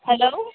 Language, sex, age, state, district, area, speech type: Santali, female, 18-30, West Bengal, Purba Bardhaman, rural, conversation